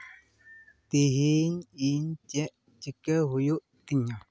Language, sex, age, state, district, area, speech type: Santali, male, 18-30, West Bengal, Purba Bardhaman, rural, read